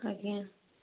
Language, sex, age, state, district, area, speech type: Odia, female, 45-60, Odisha, Kendujhar, urban, conversation